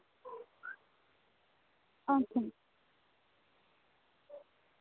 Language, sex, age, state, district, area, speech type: Santali, female, 18-30, West Bengal, Paschim Bardhaman, urban, conversation